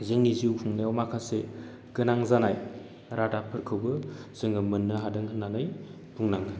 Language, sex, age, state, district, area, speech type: Bodo, male, 30-45, Assam, Baksa, urban, spontaneous